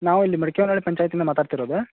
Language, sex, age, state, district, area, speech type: Kannada, male, 30-45, Karnataka, Dharwad, rural, conversation